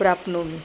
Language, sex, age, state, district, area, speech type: Sanskrit, female, 45-60, Maharashtra, Nagpur, urban, spontaneous